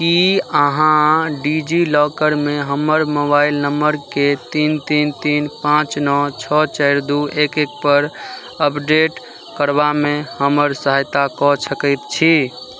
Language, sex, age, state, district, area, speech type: Maithili, male, 18-30, Bihar, Madhubani, rural, read